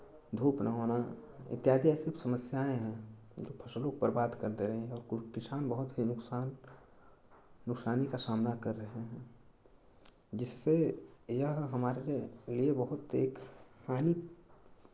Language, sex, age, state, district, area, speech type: Hindi, male, 18-30, Uttar Pradesh, Chandauli, urban, spontaneous